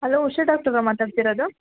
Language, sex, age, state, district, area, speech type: Kannada, female, 18-30, Karnataka, Chitradurga, urban, conversation